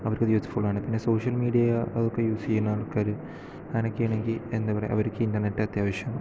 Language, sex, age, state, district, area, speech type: Malayalam, male, 18-30, Kerala, Palakkad, urban, spontaneous